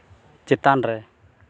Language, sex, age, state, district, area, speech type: Santali, male, 30-45, Jharkhand, East Singhbhum, rural, read